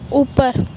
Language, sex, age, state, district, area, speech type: Urdu, female, 30-45, Uttar Pradesh, Aligarh, rural, read